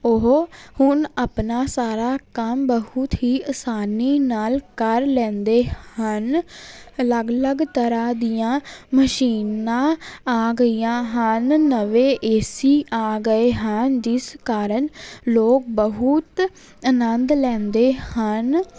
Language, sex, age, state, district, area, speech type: Punjabi, female, 18-30, Punjab, Jalandhar, urban, spontaneous